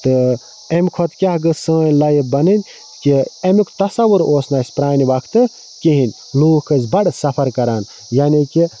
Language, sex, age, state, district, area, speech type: Kashmiri, male, 30-45, Jammu and Kashmir, Budgam, rural, spontaneous